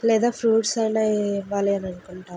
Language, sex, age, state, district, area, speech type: Telugu, female, 30-45, Andhra Pradesh, Vizianagaram, rural, spontaneous